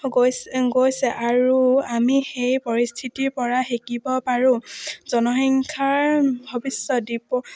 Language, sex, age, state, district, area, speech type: Assamese, female, 18-30, Assam, Charaideo, urban, spontaneous